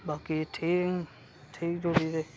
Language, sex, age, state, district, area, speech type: Dogri, male, 30-45, Jammu and Kashmir, Reasi, rural, spontaneous